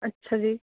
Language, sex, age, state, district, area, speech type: Punjabi, female, 18-30, Punjab, Kapurthala, urban, conversation